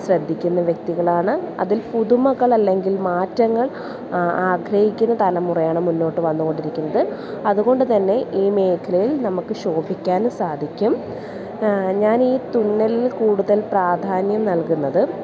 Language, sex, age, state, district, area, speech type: Malayalam, female, 30-45, Kerala, Alappuzha, urban, spontaneous